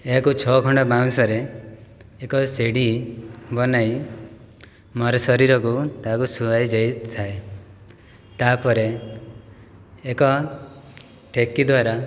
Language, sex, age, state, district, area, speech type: Odia, male, 30-45, Odisha, Jajpur, rural, spontaneous